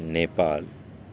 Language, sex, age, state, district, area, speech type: Urdu, male, 18-30, Delhi, North West Delhi, urban, spontaneous